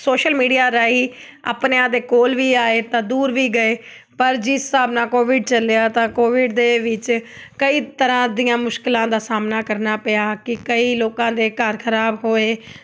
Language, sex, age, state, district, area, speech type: Punjabi, female, 30-45, Punjab, Amritsar, urban, spontaneous